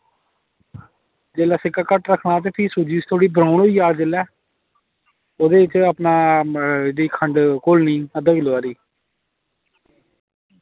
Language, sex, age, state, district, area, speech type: Dogri, male, 30-45, Jammu and Kashmir, Samba, rural, conversation